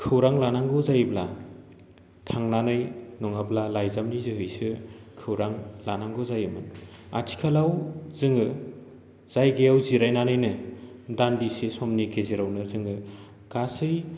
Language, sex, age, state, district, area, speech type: Bodo, male, 30-45, Assam, Baksa, urban, spontaneous